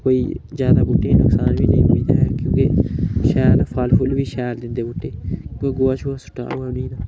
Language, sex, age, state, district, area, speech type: Dogri, male, 18-30, Jammu and Kashmir, Udhampur, rural, spontaneous